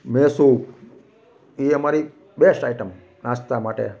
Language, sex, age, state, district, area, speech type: Gujarati, male, 45-60, Gujarat, Rajkot, rural, spontaneous